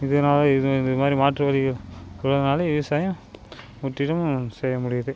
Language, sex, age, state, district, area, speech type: Tamil, male, 18-30, Tamil Nadu, Dharmapuri, urban, spontaneous